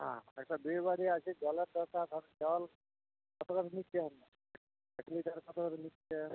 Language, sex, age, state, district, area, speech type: Bengali, male, 60+, West Bengal, Uttar Dinajpur, urban, conversation